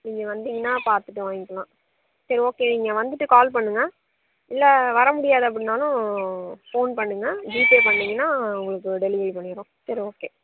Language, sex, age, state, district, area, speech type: Tamil, female, 18-30, Tamil Nadu, Nagapattinam, urban, conversation